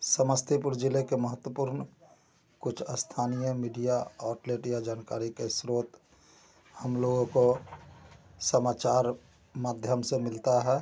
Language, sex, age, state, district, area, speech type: Hindi, male, 45-60, Bihar, Samastipur, rural, spontaneous